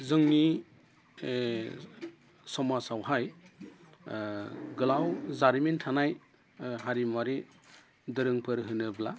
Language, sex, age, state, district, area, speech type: Bodo, male, 30-45, Assam, Udalguri, rural, spontaneous